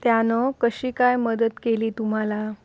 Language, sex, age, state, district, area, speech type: Marathi, female, 18-30, Maharashtra, Sindhudurg, rural, read